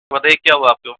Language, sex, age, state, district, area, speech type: Hindi, male, 18-30, Rajasthan, Jaipur, urban, conversation